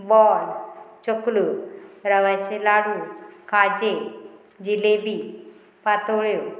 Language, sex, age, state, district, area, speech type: Goan Konkani, female, 45-60, Goa, Murmgao, rural, spontaneous